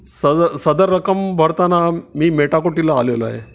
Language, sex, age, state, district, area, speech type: Marathi, male, 60+, Maharashtra, Palghar, rural, spontaneous